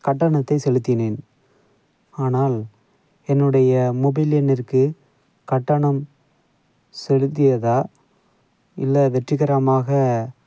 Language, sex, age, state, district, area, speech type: Tamil, male, 30-45, Tamil Nadu, Thanjavur, rural, spontaneous